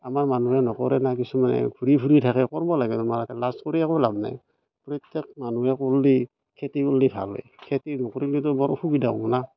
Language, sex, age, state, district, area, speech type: Assamese, male, 45-60, Assam, Barpeta, rural, spontaneous